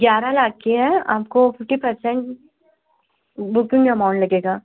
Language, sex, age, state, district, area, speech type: Hindi, female, 18-30, Madhya Pradesh, Chhindwara, urban, conversation